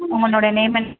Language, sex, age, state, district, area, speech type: Tamil, female, 30-45, Tamil Nadu, Pudukkottai, rural, conversation